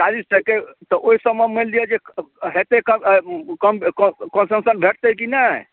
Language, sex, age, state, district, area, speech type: Maithili, male, 45-60, Bihar, Darbhanga, rural, conversation